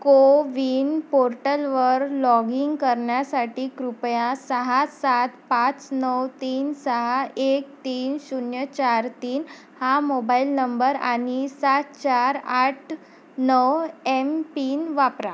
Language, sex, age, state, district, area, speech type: Marathi, female, 18-30, Maharashtra, Wardha, rural, read